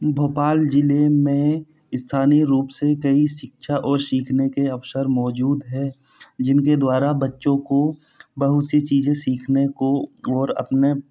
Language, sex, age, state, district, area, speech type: Hindi, male, 18-30, Madhya Pradesh, Bhopal, urban, spontaneous